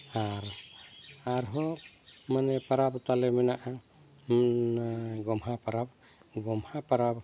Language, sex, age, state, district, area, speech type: Santali, male, 60+, Jharkhand, Seraikela Kharsawan, rural, spontaneous